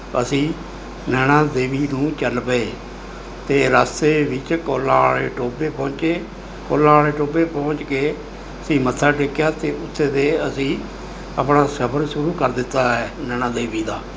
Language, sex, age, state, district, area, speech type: Punjabi, male, 60+, Punjab, Mohali, urban, spontaneous